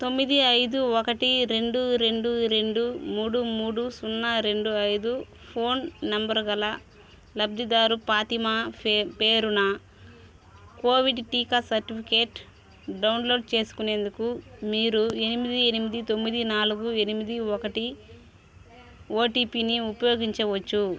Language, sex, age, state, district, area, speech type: Telugu, female, 30-45, Andhra Pradesh, Sri Balaji, rural, read